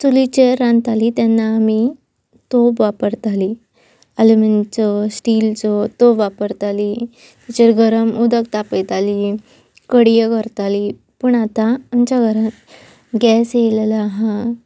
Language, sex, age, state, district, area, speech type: Goan Konkani, female, 18-30, Goa, Pernem, rural, spontaneous